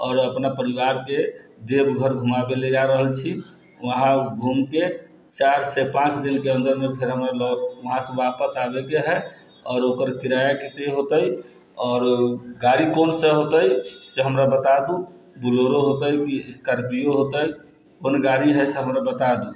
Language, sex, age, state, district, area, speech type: Maithili, male, 30-45, Bihar, Sitamarhi, rural, spontaneous